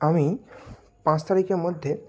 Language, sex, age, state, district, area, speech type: Bengali, male, 18-30, West Bengal, Bankura, urban, spontaneous